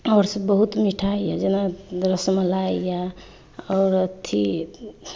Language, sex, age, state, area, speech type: Maithili, female, 30-45, Jharkhand, urban, spontaneous